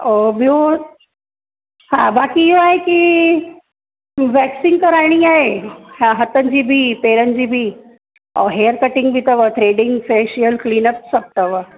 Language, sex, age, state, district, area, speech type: Sindhi, female, 30-45, Uttar Pradesh, Lucknow, urban, conversation